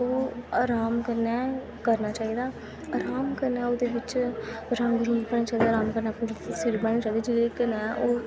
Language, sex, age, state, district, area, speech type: Dogri, female, 18-30, Jammu and Kashmir, Kathua, rural, spontaneous